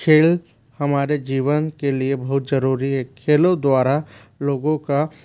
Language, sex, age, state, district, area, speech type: Hindi, male, 30-45, Madhya Pradesh, Bhopal, urban, spontaneous